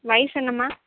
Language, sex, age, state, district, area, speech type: Tamil, female, 18-30, Tamil Nadu, Thoothukudi, urban, conversation